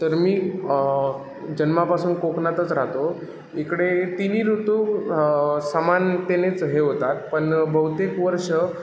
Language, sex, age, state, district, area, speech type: Marathi, male, 18-30, Maharashtra, Sindhudurg, rural, spontaneous